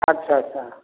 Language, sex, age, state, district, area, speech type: Odia, male, 30-45, Odisha, Boudh, rural, conversation